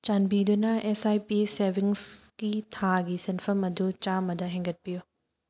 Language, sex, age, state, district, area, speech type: Manipuri, female, 18-30, Manipur, Thoubal, rural, read